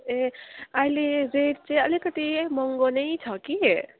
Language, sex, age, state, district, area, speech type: Nepali, female, 18-30, West Bengal, Kalimpong, rural, conversation